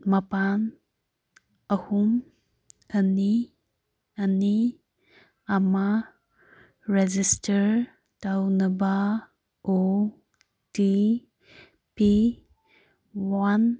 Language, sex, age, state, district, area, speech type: Manipuri, female, 18-30, Manipur, Kangpokpi, urban, read